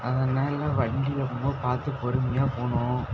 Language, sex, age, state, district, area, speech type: Tamil, male, 18-30, Tamil Nadu, Salem, rural, spontaneous